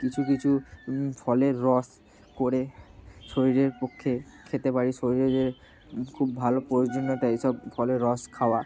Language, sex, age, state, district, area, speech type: Bengali, male, 30-45, West Bengal, Bankura, urban, spontaneous